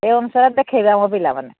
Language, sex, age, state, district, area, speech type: Odia, female, 45-60, Odisha, Angul, rural, conversation